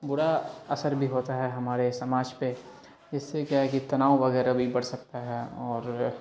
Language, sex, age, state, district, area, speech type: Urdu, male, 18-30, Bihar, Darbhanga, urban, spontaneous